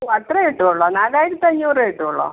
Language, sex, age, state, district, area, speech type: Malayalam, female, 60+, Kerala, Thiruvananthapuram, urban, conversation